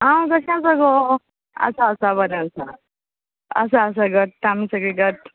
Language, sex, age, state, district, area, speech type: Goan Konkani, female, 30-45, Goa, Quepem, rural, conversation